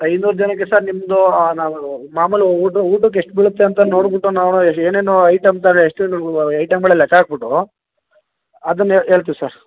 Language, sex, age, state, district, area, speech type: Kannada, male, 18-30, Karnataka, Mandya, urban, conversation